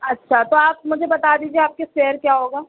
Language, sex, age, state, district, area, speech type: Urdu, female, 18-30, Uttar Pradesh, Balrampur, rural, conversation